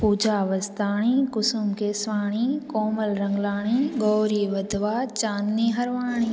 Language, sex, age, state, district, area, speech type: Sindhi, female, 18-30, Gujarat, Junagadh, urban, spontaneous